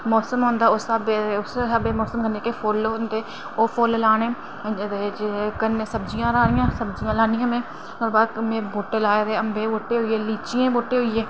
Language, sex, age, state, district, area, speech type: Dogri, female, 30-45, Jammu and Kashmir, Reasi, rural, spontaneous